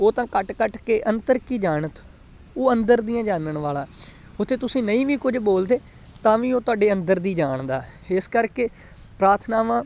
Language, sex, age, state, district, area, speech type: Punjabi, male, 18-30, Punjab, Gurdaspur, rural, spontaneous